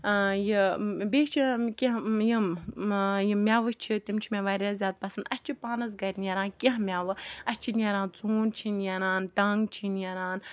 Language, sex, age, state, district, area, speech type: Kashmiri, female, 30-45, Jammu and Kashmir, Ganderbal, rural, spontaneous